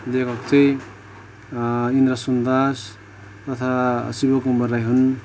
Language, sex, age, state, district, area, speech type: Nepali, male, 30-45, West Bengal, Kalimpong, rural, spontaneous